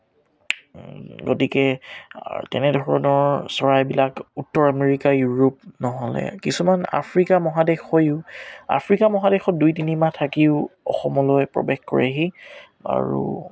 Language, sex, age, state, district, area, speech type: Assamese, male, 18-30, Assam, Tinsukia, rural, spontaneous